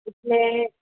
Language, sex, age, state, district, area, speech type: Gujarati, female, 45-60, Gujarat, Surat, urban, conversation